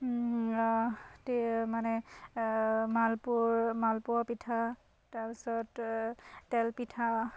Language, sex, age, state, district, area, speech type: Assamese, female, 30-45, Assam, Sivasagar, rural, spontaneous